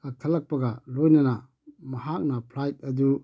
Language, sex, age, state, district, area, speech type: Manipuri, male, 45-60, Manipur, Churachandpur, rural, read